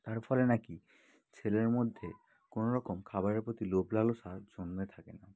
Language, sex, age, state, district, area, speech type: Bengali, male, 30-45, West Bengal, Bankura, urban, spontaneous